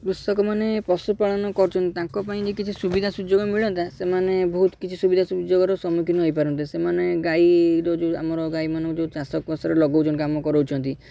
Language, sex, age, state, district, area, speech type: Odia, male, 18-30, Odisha, Cuttack, urban, spontaneous